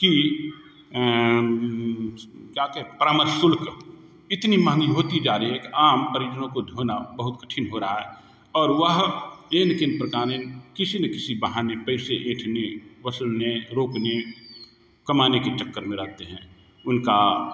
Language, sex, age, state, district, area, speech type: Hindi, male, 60+, Bihar, Begusarai, urban, spontaneous